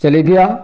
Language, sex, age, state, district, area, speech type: Dogri, male, 45-60, Jammu and Kashmir, Reasi, rural, spontaneous